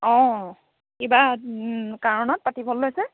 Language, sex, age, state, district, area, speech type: Assamese, female, 30-45, Assam, Charaideo, rural, conversation